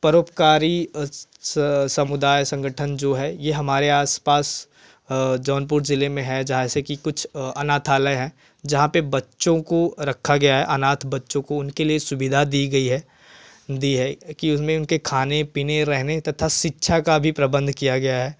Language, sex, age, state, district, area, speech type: Hindi, male, 18-30, Uttar Pradesh, Jaunpur, rural, spontaneous